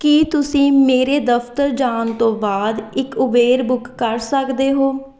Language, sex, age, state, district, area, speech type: Punjabi, female, 30-45, Punjab, Fatehgarh Sahib, urban, read